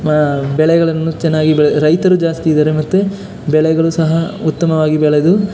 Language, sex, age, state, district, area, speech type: Kannada, male, 18-30, Karnataka, Chamarajanagar, urban, spontaneous